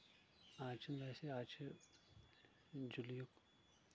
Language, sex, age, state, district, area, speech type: Kashmiri, male, 18-30, Jammu and Kashmir, Shopian, rural, spontaneous